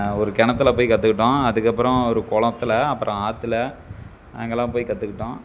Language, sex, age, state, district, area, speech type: Tamil, male, 30-45, Tamil Nadu, Namakkal, rural, spontaneous